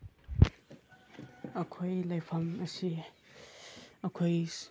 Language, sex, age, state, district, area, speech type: Manipuri, male, 30-45, Manipur, Chandel, rural, spontaneous